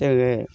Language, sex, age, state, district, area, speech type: Bodo, male, 60+, Assam, Chirang, rural, spontaneous